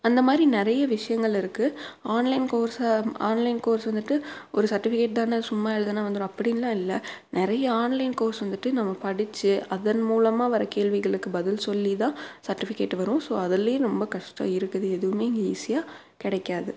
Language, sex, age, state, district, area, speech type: Tamil, female, 18-30, Tamil Nadu, Tiruppur, urban, spontaneous